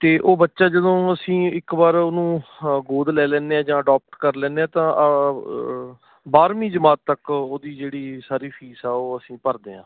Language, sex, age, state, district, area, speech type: Punjabi, male, 30-45, Punjab, Ludhiana, rural, conversation